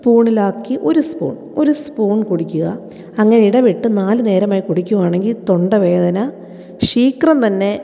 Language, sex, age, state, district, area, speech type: Malayalam, female, 30-45, Kerala, Kottayam, rural, spontaneous